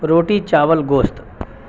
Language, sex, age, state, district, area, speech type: Urdu, male, 18-30, Bihar, Supaul, rural, spontaneous